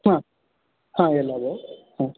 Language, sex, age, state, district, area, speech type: Kannada, male, 18-30, Karnataka, Shimoga, rural, conversation